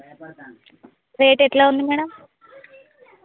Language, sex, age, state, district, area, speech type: Telugu, female, 30-45, Telangana, Hanamkonda, rural, conversation